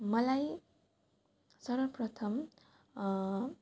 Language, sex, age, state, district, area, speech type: Nepali, female, 18-30, West Bengal, Darjeeling, rural, spontaneous